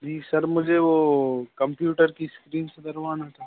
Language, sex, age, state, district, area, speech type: Hindi, male, 18-30, Madhya Pradesh, Hoshangabad, rural, conversation